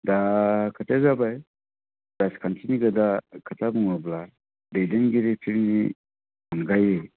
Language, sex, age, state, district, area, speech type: Bodo, male, 45-60, Assam, Baksa, rural, conversation